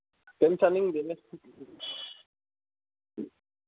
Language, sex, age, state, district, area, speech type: Manipuri, male, 18-30, Manipur, Kangpokpi, urban, conversation